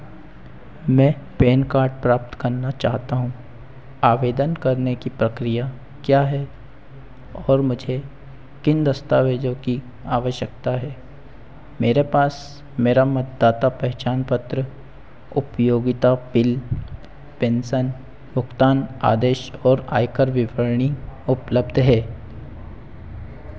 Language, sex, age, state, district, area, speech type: Hindi, male, 60+, Madhya Pradesh, Harda, urban, read